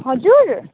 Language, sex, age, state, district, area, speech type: Nepali, female, 18-30, West Bengal, Jalpaiguri, rural, conversation